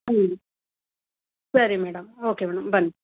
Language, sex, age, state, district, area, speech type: Kannada, female, 30-45, Karnataka, Gulbarga, urban, conversation